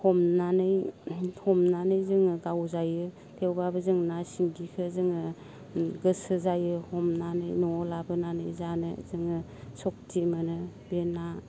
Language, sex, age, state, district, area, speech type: Bodo, female, 18-30, Assam, Baksa, rural, spontaneous